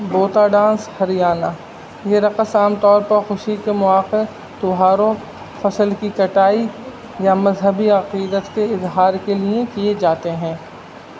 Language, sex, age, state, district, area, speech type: Urdu, male, 30-45, Uttar Pradesh, Rampur, urban, spontaneous